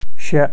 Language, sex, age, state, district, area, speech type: Kashmiri, male, 18-30, Jammu and Kashmir, Pulwama, rural, read